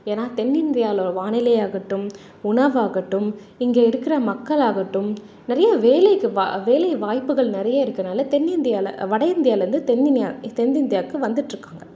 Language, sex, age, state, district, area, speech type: Tamil, female, 30-45, Tamil Nadu, Salem, urban, spontaneous